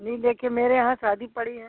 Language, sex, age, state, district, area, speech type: Hindi, female, 60+, Uttar Pradesh, Azamgarh, rural, conversation